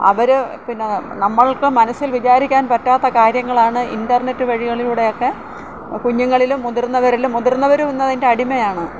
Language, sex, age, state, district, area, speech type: Malayalam, female, 60+, Kerala, Thiruvananthapuram, rural, spontaneous